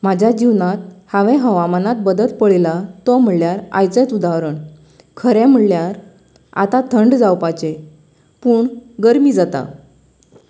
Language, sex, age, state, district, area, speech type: Goan Konkani, female, 30-45, Goa, Canacona, rural, spontaneous